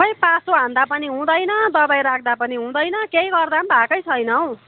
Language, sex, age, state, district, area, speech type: Nepali, female, 60+, West Bengal, Kalimpong, rural, conversation